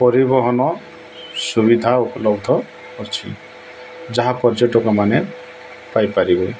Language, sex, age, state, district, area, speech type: Odia, male, 45-60, Odisha, Nabarangpur, urban, spontaneous